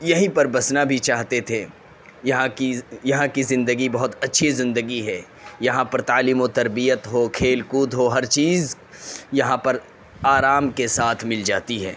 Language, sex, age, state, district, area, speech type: Urdu, male, 18-30, Uttar Pradesh, Gautam Buddha Nagar, urban, spontaneous